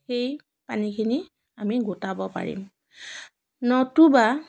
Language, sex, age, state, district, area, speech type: Assamese, female, 45-60, Assam, Biswanath, rural, spontaneous